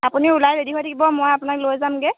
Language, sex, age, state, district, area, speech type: Assamese, female, 18-30, Assam, Jorhat, urban, conversation